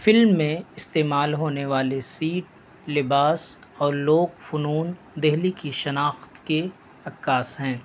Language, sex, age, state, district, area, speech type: Urdu, male, 18-30, Delhi, North East Delhi, rural, spontaneous